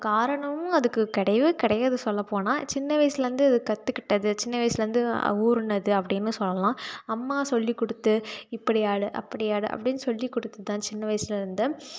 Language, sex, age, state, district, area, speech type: Tamil, female, 18-30, Tamil Nadu, Salem, urban, spontaneous